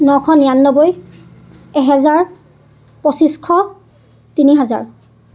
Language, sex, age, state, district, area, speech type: Assamese, female, 30-45, Assam, Dibrugarh, rural, spontaneous